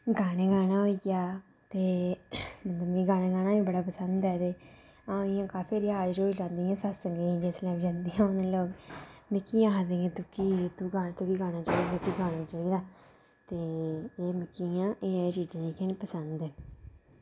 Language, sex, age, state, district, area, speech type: Dogri, female, 30-45, Jammu and Kashmir, Udhampur, urban, spontaneous